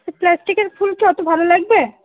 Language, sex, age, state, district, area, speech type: Bengali, female, 18-30, West Bengal, Dakshin Dinajpur, urban, conversation